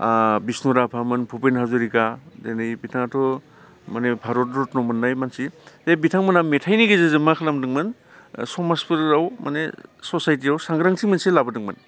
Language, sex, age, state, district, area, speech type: Bodo, male, 45-60, Assam, Baksa, urban, spontaneous